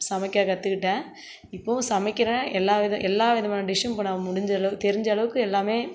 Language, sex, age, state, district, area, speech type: Tamil, female, 45-60, Tamil Nadu, Cuddalore, rural, spontaneous